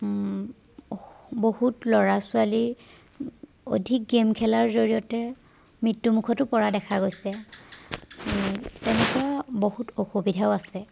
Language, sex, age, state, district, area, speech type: Assamese, female, 18-30, Assam, Jorhat, urban, spontaneous